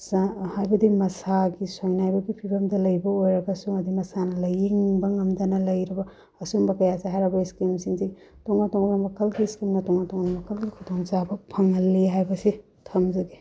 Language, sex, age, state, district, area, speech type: Manipuri, female, 30-45, Manipur, Bishnupur, rural, spontaneous